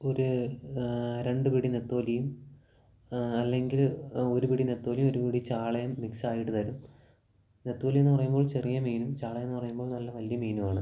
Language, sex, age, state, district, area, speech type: Malayalam, male, 18-30, Kerala, Kollam, rural, spontaneous